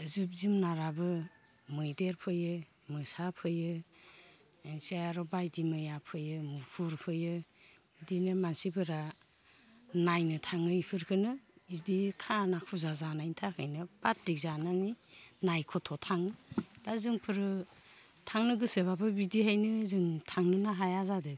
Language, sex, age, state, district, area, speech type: Bodo, female, 45-60, Assam, Baksa, rural, spontaneous